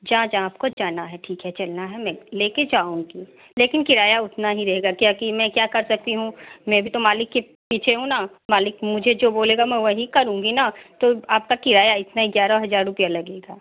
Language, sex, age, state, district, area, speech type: Hindi, female, 45-60, Bihar, Darbhanga, rural, conversation